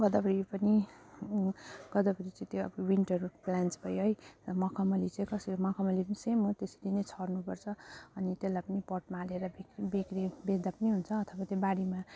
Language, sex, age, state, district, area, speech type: Nepali, female, 30-45, West Bengal, Jalpaiguri, urban, spontaneous